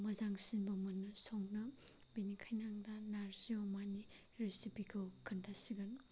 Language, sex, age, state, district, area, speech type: Bodo, male, 30-45, Assam, Chirang, rural, spontaneous